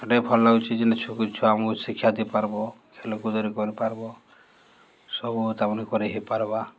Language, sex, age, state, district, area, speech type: Odia, male, 45-60, Odisha, Balangir, urban, spontaneous